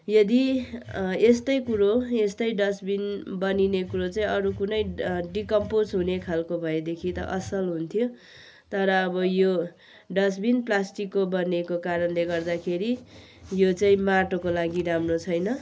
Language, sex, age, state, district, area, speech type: Nepali, female, 30-45, West Bengal, Kalimpong, rural, spontaneous